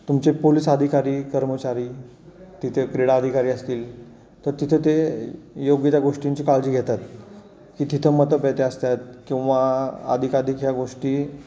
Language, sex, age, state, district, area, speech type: Marathi, male, 30-45, Maharashtra, Satara, urban, spontaneous